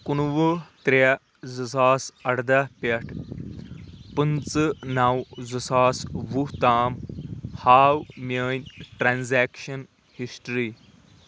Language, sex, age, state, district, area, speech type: Kashmiri, male, 30-45, Jammu and Kashmir, Anantnag, rural, read